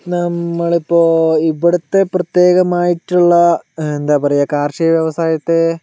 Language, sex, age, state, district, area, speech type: Malayalam, male, 60+, Kerala, Palakkad, rural, spontaneous